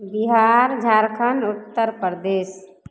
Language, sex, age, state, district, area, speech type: Maithili, female, 30-45, Bihar, Begusarai, rural, spontaneous